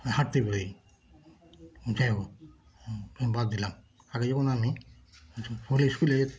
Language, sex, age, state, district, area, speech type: Bengali, male, 60+, West Bengal, Darjeeling, rural, spontaneous